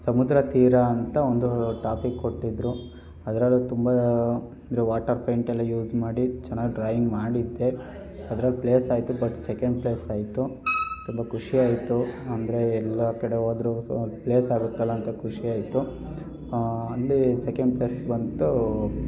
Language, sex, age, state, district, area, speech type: Kannada, male, 18-30, Karnataka, Hassan, rural, spontaneous